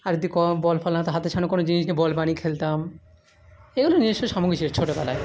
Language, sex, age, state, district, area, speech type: Bengali, male, 18-30, West Bengal, South 24 Parganas, urban, spontaneous